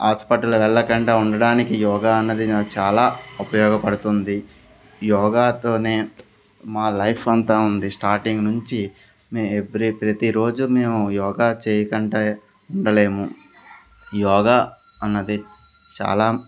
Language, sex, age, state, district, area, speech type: Telugu, male, 30-45, Andhra Pradesh, Anakapalli, rural, spontaneous